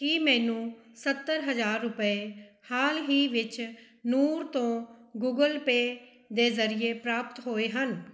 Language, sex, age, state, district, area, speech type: Punjabi, female, 45-60, Punjab, Mohali, urban, read